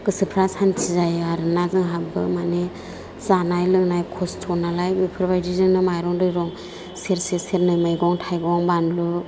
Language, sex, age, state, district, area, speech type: Bodo, female, 45-60, Assam, Chirang, rural, spontaneous